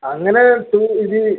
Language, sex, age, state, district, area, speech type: Malayalam, male, 18-30, Kerala, Kasaragod, rural, conversation